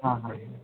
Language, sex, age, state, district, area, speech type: Marathi, male, 18-30, Maharashtra, Ahmednagar, rural, conversation